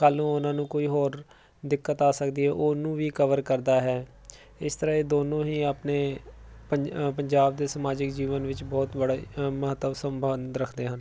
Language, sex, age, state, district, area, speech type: Punjabi, male, 30-45, Punjab, Jalandhar, urban, spontaneous